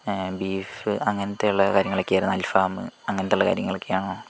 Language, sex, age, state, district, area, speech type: Malayalam, male, 45-60, Kerala, Kozhikode, urban, spontaneous